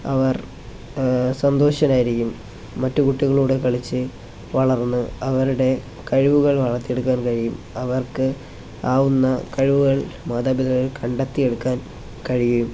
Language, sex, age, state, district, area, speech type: Malayalam, male, 18-30, Kerala, Kollam, rural, spontaneous